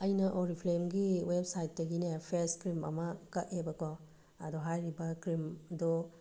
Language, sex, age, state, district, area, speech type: Manipuri, female, 45-60, Manipur, Tengnoupal, urban, spontaneous